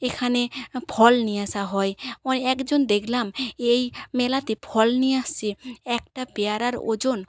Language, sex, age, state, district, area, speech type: Bengali, female, 45-60, West Bengal, Jhargram, rural, spontaneous